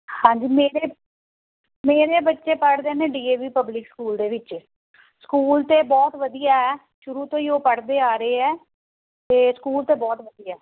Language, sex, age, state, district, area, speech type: Punjabi, female, 45-60, Punjab, Amritsar, urban, conversation